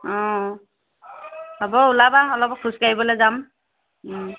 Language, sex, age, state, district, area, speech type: Assamese, female, 30-45, Assam, Sivasagar, rural, conversation